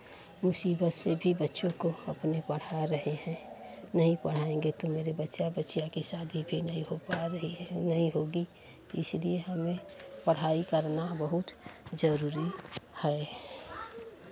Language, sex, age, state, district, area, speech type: Hindi, female, 45-60, Uttar Pradesh, Chandauli, rural, spontaneous